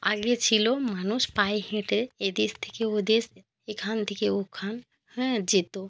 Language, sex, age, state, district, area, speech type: Bengali, female, 18-30, West Bengal, Jalpaiguri, rural, spontaneous